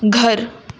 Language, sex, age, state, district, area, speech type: Urdu, female, 18-30, Uttar Pradesh, Ghaziabad, urban, read